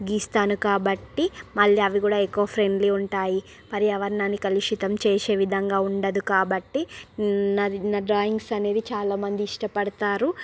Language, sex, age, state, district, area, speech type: Telugu, female, 30-45, Andhra Pradesh, Srikakulam, urban, spontaneous